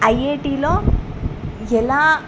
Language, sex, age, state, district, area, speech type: Telugu, female, 18-30, Telangana, Medak, rural, spontaneous